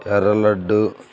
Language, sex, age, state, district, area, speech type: Telugu, male, 30-45, Andhra Pradesh, Bapatla, rural, spontaneous